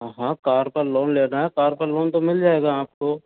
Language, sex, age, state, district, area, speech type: Hindi, male, 30-45, Rajasthan, Karauli, rural, conversation